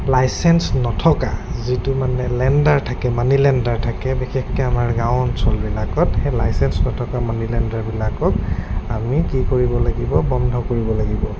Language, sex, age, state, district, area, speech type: Assamese, male, 30-45, Assam, Goalpara, urban, spontaneous